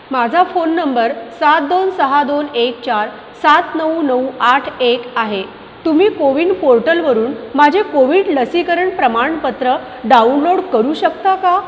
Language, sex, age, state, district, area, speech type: Marathi, female, 45-60, Maharashtra, Buldhana, urban, read